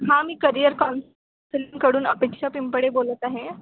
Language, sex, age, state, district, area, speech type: Marathi, female, 18-30, Maharashtra, Wardha, rural, conversation